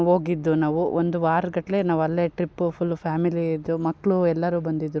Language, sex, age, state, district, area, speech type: Kannada, female, 30-45, Karnataka, Chikkamagaluru, rural, spontaneous